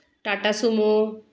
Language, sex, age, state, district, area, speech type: Marathi, female, 30-45, Maharashtra, Bhandara, urban, spontaneous